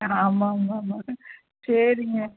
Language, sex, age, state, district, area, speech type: Tamil, female, 45-60, Tamil Nadu, Coimbatore, urban, conversation